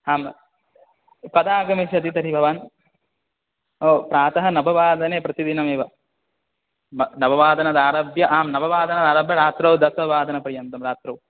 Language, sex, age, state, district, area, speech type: Sanskrit, male, 18-30, West Bengal, Cooch Behar, rural, conversation